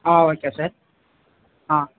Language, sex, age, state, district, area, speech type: Tamil, male, 18-30, Tamil Nadu, Thanjavur, rural, conversation